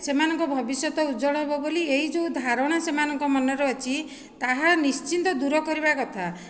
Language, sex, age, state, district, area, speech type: Odia, female, 45-60, Odisha, Dhenkanal, rural, spontaneous